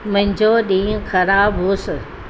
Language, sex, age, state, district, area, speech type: Sindhi, female, 60+, Gujarat, Junagadh, urban, read